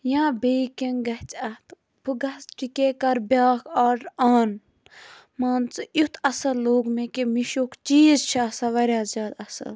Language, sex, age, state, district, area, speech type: Kashmiri, female, 30-45, Jammu and Kashmir, Bandipora, rural, spontaneous